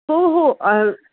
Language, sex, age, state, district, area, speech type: Marathi, female, 60+, Maharashtra, Pune, urban, conversation